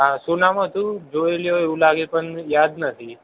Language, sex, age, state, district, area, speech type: Gujarati, male, 60+, Gujarat, Aravalli, urban, conversation